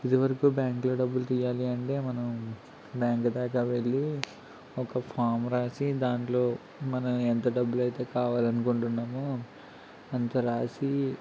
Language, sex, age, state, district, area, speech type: Telugu, male, 18-30, Andhra Pradesh, Konaseema, rural, spontaneous